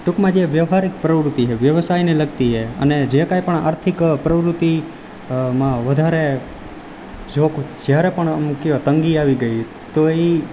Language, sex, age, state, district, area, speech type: Gujarati, male, 18-30, Gujarat, Rajkot, rural, spontaneous